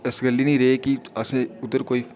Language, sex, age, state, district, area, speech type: Dogri, male, 18-30, Jammu and Kashmir, Udhampur, rural, spontaneous